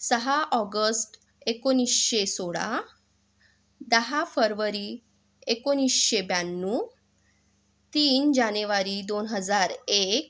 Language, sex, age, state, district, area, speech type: Marathi, female, 45-60, Maharashtra, Yavatmal, urban, spontaneous